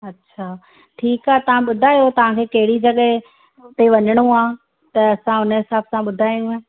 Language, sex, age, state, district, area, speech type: Sindhi, female, 30-45, Gujarat, Surat, urban, conversation